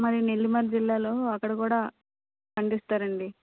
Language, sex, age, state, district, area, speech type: Telugu, female, 30-45, Andhra Pradesh, Vizianagaram, urban, conversation